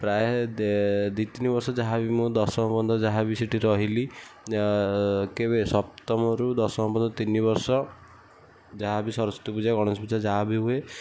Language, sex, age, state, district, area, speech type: Odia, male, 60+, Odisha, Kendujhar, urban, spontaneous